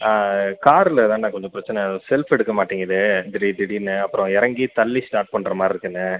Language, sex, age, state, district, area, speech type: Tamil, male, 18-30, Tamil Nadu, Viluppuram, urban, conversation